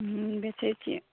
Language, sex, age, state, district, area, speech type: Maithili, female, 45-60, Bihar, Saharsa, rural, conversation